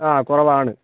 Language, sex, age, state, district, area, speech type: Malayalam, male, 30-45, Kerala, Kozhikode, urban, conversation